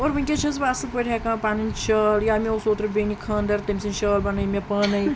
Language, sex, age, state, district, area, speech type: Kashmiri, female, 30-45, Jammu and Kashmir, Srinagar, urban, spontaneous